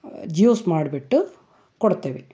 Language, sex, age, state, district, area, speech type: Kannada, female, 60+, Karnataka, Chitradurga, rural, spontaneous